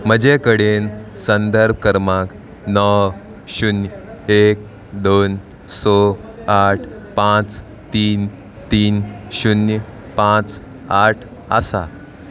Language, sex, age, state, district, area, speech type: Goan Konkani, male, 18-30, Goa, Salcete, rural, read